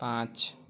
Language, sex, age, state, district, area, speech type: Hindi, male, 18-30, Uttar Pradesh, Chandauli, rural, read